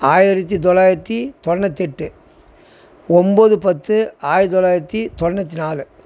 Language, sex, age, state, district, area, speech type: Tamil, male, 60+, Tamil Nadu, Tiruvannamalai, rural, spontaneous